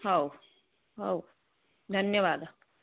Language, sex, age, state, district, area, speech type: Odia, female, 60+, Odisha, Jharsuguda, rural, conversation